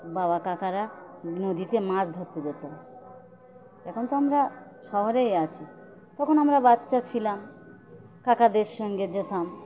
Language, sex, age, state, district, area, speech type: Bengali, female, 60+, West Bengal, Birbhum, urban, spontaneous